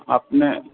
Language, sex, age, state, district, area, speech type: Urdu, male, 18-30, Delhi, Central Delhi, rural, conversation